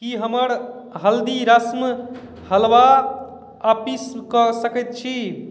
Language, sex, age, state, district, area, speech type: Maithili, male, 18-30, Bihar, Darbhanga, urban, read